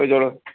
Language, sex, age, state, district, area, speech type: Malayalam, male, 60+, Kerala, Alappuzha, rural, conversation